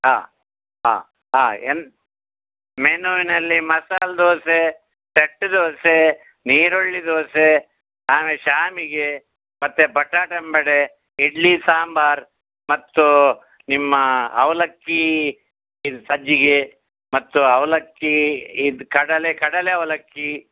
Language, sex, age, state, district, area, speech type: Kannada, male, 60+, Karnataka, Udupi, rural, conversation